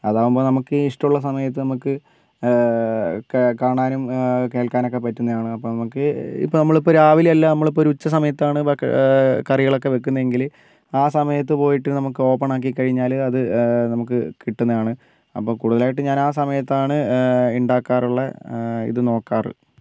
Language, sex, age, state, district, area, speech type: Malayalam, male, 18-30, Kerala, Wayanad, rural, spontaneous